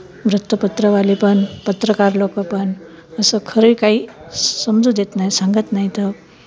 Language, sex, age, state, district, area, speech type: Marathi, female, 60+, Maharashtra, Nanded, rural, spontaneous